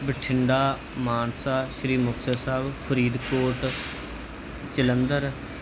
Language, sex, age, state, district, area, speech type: Punjabi, male, 30-45, Punjab, Bathinda, rural, spontaneous